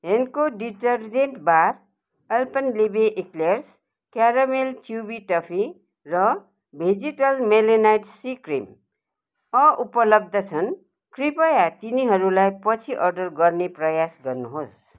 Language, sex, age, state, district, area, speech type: Nepali, female, 60+, West Bengal, Kalimpong, rural, read